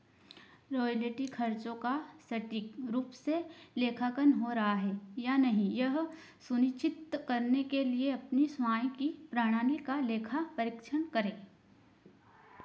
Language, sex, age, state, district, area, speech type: Hindi, female, 18-30, Madhya Pradesh, Ujjain, urban, read